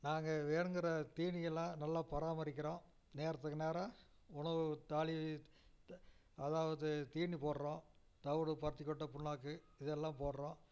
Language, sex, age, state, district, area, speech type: Tamil, male, 60+, Tamil Nadu, Namakkal, rural, spontaneous